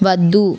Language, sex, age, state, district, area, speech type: Telugu, female, 18-30, Andhra Pradesh, Konaseema, urban, read